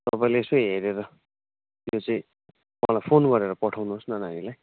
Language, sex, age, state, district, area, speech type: Nepali, male, 30-45, West Bengal, Kalimpong, rural, conversation